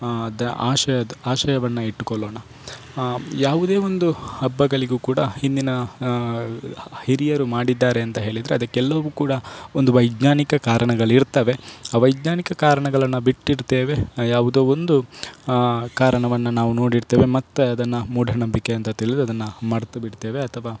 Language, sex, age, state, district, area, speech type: Kannada, male, 18-30, Karnataka, Dakshina Kannada, rural, spontaneous